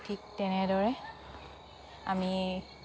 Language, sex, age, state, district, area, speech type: Assamese, female, 30-45, Assam, Dhemaji, urban, spontaneous